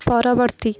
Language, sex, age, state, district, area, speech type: Odia, female, 18-30, Odisha, Jagatsinghpur, rural, read